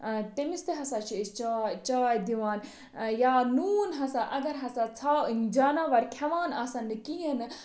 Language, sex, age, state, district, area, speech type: Kashmiri, other, 30-45, Jammu and Kashmir, Budgam, rural, spontaneous